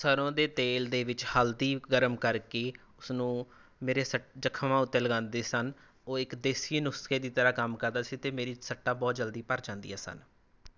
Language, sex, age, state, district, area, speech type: Punjabi, male, 18-30, Punjab, Rupnagar, rural, spontaneous